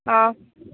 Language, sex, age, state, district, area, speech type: Goan Konkani, female, 30-45, Goa, Tiswadi, rural, conversation